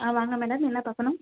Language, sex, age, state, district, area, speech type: Tamil, female, 18-30, Tamil Nadu, Madurai, urban, conversation